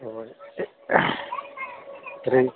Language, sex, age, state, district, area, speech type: Hindi, male, 45-60, Uttar Pradesh, Mirzapur, rural, conversation